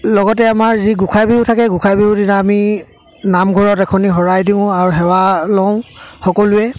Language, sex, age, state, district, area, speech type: Assamese, male, 30-45, Assam, Charaideo, rural, spontaneous